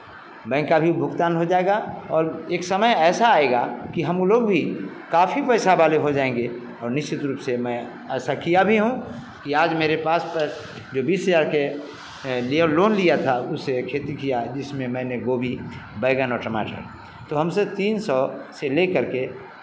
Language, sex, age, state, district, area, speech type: Hindi, male, 45-60, Bihar, Vaishali, urban, spontaneous